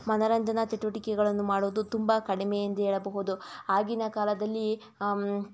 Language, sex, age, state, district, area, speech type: Kannada, female, 45-60, Karnataka, Tumkur, rural, spontaneous